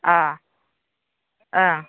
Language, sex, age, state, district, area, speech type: Bodo, female, 30-45, Assam, Baksa, rural, conversation